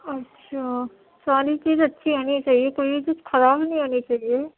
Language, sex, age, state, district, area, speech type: Urdu, female, 18-30, Uttar Pradesh, Gautam Buddha Nagar, urban, conversation